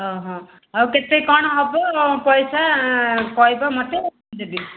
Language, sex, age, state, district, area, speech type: Odia, female, 45-60, Odisha, Gajapati, rural, conversation